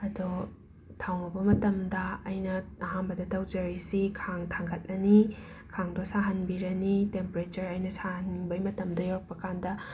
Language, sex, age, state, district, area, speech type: Manipuri, female, 30-45, Manipur, Imphal West, urban, spontaneous